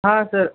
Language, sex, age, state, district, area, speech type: Marathi, male, 18-30, Maharashtra, Nanded, urban, conversation